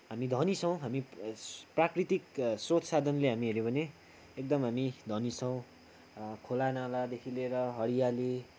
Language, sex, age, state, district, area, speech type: Nepali, male, 18-30, West Bengal, Kalimpong, rural, spontaneous